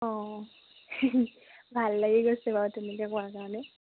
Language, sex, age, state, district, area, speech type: Assamese, female, 18-30, Assam, Majuli, urban, conversation